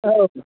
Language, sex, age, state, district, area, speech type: Bodo, female, 60+, Assam, Kokrajhar, rural, conversation